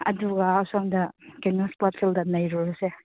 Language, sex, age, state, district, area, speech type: Manipuri, female, 30-45, Manipur, Chandel, rural, conversation